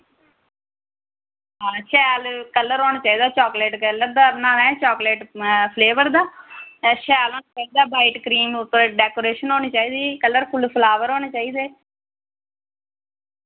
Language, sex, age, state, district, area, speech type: Dogri, female, 30-45, Jammu and Kashmir, Reasi, rural, conversation